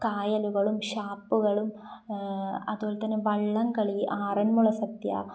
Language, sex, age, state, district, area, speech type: Malayalam, female, 18-30, Kerala, Kozhikode, rural, spontaneous